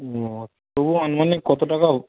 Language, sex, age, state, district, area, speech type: Bengali, male, 18-30, West Bengal, Paschim Medinipur, rural, conversation